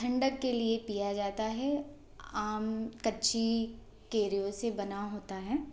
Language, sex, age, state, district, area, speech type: Hindi, female, 18-30, Madhya Pradesh, Bhopal, urban, spontaneous